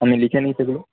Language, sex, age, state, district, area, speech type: Bengali, male, 30-45, West Bengal, Paschim Bardhaman, urban, conversation